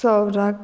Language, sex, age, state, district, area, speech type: Goan Konkani, female, 18-30, Goa, Murmgao, urban, spontaneous